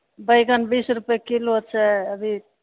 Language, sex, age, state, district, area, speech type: Maithili, female, 45-60, Bihar, Begusarai, rural, conversation